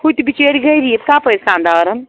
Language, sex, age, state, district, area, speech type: Kashmiri, female, 18-30, Jammu and Kashmir, Ganderbal, rural, conversation